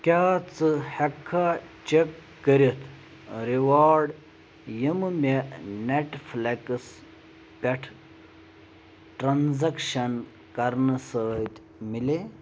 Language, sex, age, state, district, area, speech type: Kashmiri, male, 30-45, Jammu and Kashmir, Bandipora, rural, read